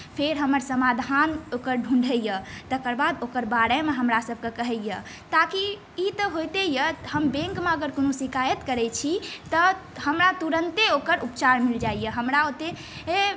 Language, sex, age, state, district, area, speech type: Maithili, female, 18-30, Bihar, Saharsa, rural, spontaneous